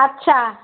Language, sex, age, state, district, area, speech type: Bengali, female, 45-60, West Bengal, Darjeeling, rural, conversation